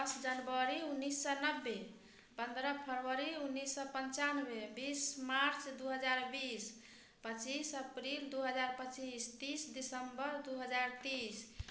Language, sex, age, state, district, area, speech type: Maithili, female, 30-45, Bihar, Samastipur, urban, spontaneous